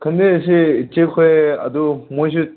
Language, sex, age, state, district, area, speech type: Manipuri, male, 18-30, Manipur, Senapati, rural, conversation